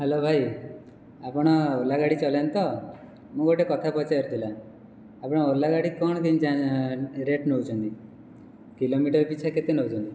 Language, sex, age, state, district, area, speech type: Odia, male, 30-45, Odisha, Jajpur, rural, spontaneous